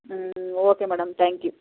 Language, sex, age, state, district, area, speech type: Kannada, female, 30-45, Karnataka, Chamarajanagar, rural, conversation